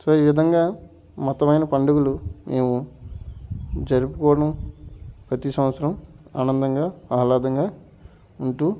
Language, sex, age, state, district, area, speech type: Telugu, male, 45-60, Andhra Pradesh, Alluri Sitarama Raju, rural, spontaneous